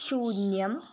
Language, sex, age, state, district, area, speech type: Sanskrit, female, 18-30, Kerala, Thrissur, rural, spontaneous